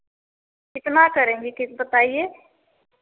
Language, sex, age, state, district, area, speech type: Hindi, female, 30-45, Uttar Pradesh, Prayagraj, urban, conversation